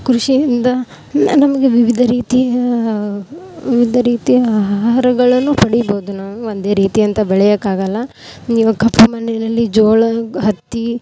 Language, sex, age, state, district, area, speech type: Kannada, female, 18-30, Karnataka, Gadag, rural, spontaneous